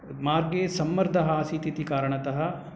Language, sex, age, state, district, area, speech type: Sanskrit, male, 45-60, Karnataka, Bangalore Urban, urban, spontaneous